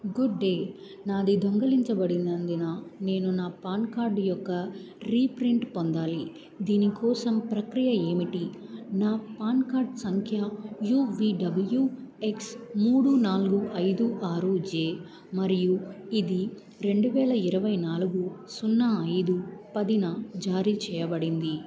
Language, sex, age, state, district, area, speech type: Telugu, female, 18-30, Andhra Pradesh, Bapatla, rural, read